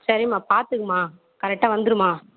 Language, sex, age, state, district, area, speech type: Tamil, female, 30-45, Tamil Nadu, Vellore, urban, conversation